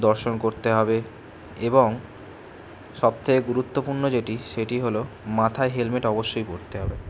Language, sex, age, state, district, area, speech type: Bengali, male, 18-30, West Bengal, Kolkata, urban, spontaneous